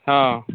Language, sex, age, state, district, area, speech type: Santali, male, 18-30, Jharkhand, Seraikela Kharsawan, rural, conversation